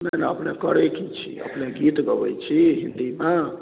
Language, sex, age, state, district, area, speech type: Maithili, male, 45-60, Bihar, Madhubani, rural, conversation